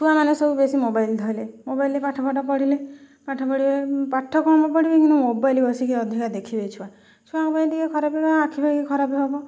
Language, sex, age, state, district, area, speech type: Odia, female, 30-45, Odisha, Kendujhar, urban, spontaneous